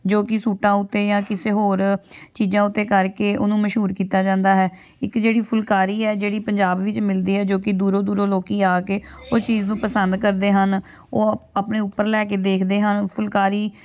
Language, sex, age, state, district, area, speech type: Punjabi, female, 18-30, Punjab, Amritsar, urban, spontaneous